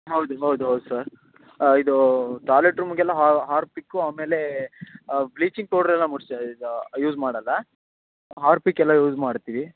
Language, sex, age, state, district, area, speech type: Kannada, male, 18-30, Karnataka, Shimoga, rural, conversation